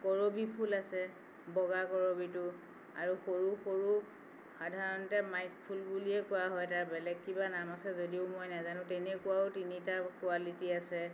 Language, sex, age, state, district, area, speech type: Assamese, female, 45-60, Assam, Tinsukia, urban, spontaneous